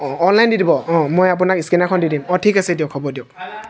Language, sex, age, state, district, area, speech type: Assamese, male, 18-30, Assam, Tinsukia, urban, spontaneous